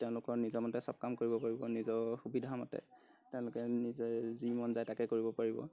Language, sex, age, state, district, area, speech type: Assamese, male, 18-30, Assam, Golaghat, rural, spontaneous